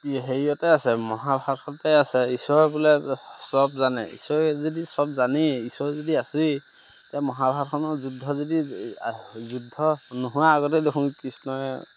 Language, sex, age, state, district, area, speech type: Assamese, male, 30-45, Assam, Majuli, urban, spontaneous